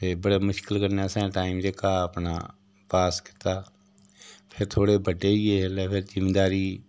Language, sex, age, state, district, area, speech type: Dogri, male, 60+, Jammu and Kashmir, Udhampur, rural, spontaneous